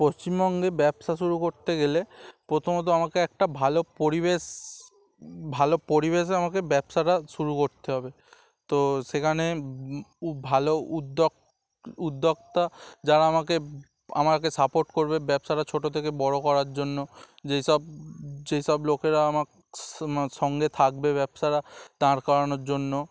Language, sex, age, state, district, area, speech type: Bengali, male, 18-30, West Bengal, Dakshin Dinajpur, urban, spontaneous